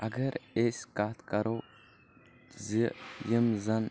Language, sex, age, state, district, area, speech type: Kashmiri, male, 18-30, Jammu and Kashmir, Kulgam, rural, spontaneous